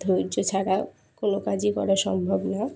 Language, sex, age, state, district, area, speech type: Bengali, female, 18-30, West Bengal, Dakshin Dinajpur, urban, spontaneous